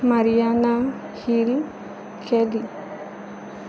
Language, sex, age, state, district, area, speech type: Goan Konkani, female, 18-30, Goa, Pernem, rural, spontaneous